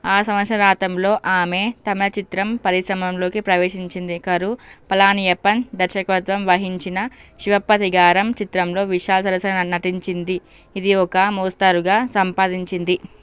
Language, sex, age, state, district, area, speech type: Telugu, female, 18-30, Telangana, Nalgonda, urban, read